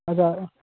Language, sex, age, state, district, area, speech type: Bengali, male, 18-30, West Bengal, Purba Medinipur, rural, conversation